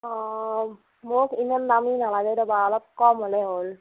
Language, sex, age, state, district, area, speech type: Assamese, female, 30-45, Assam, Nagaon, urban, conversation